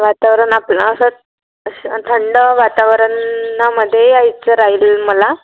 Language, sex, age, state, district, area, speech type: Marathi, female, 30-45, Maharashtra, Wardha, rural, conversation